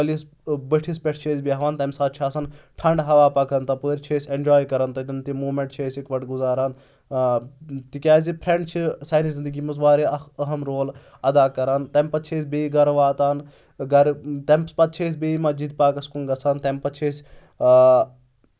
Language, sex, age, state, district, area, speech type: Kashmiri, male, 18-30, Jammu and Kashmir, Anantnag, rural, spontaneous